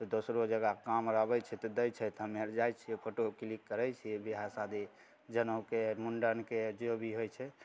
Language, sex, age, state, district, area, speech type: Maithili, male, 18-30, Bihar, Begusarai, rural, spontaneous